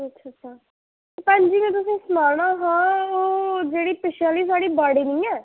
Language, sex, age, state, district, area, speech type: Dogri, female, 45-60, Jammu and Kashmir, Reasi, urban, conversation